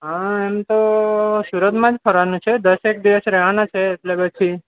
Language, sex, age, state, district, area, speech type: Gujarati, male, 18-30, Gujarat, Surat, urban, conversation